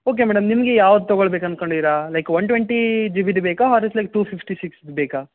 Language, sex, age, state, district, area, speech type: Kannada, male, 18-30, Karnataka, Gulbarga, urban, conversation